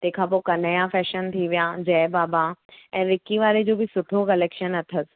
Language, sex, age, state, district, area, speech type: Sindhi, female, 18-30, Gujarat, Surat, urban, conversation